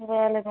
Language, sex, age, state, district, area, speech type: Urdu, female, 30-45, Delhi, New Delhi, urban, conversation